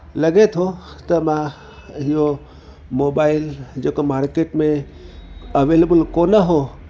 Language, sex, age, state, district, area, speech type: Sindhi, male, 60+, Delhi, South Delhi, urban, spontaneous